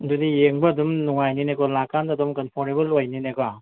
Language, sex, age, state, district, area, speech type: Manipuri, male, 45-60, Manipur, Bishnupur, rural, conversation